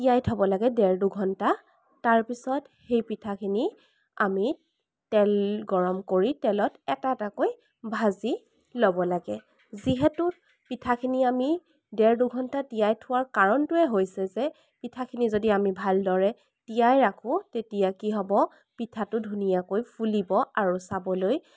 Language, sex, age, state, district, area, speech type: Assamese, female, 18-30, Assam, Charaideo, urban, spontaneous